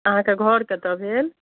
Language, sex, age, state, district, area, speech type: Maithili, other, 60+, Bihar, Madhubani, urban, conversation